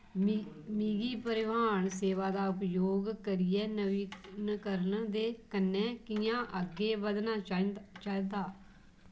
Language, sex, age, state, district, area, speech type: Dogri, female, 45-60, Jammu and Kashmir, Kathua, rural, read